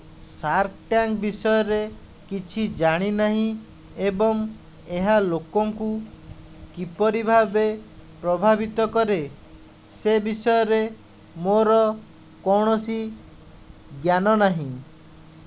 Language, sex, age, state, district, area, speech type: Odia, male, 45-60, Odisha, Khordha, rural, spontaneous